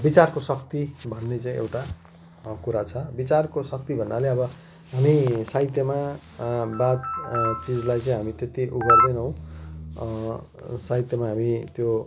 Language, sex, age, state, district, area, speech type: Nepali, male, 45-60, West Bengal, Jalpaiguri, rural, spontaneous